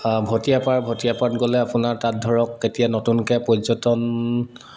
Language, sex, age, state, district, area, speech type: Assamese, male, 30-45, Assam, Sivasagar, urban, spontaneous